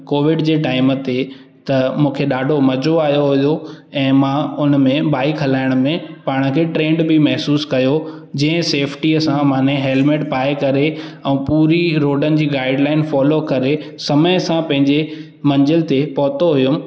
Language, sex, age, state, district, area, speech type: Sindhi, male, 18-30, Madhya Pradesh, Katni, urban, spontaneous